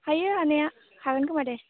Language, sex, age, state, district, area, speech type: Bodo, female, 18-30, Assam, Baksa, rural, conversation